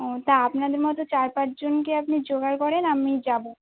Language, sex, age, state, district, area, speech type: Bengali, female, 18-30, West Bengal, Birbhum, urban, conversation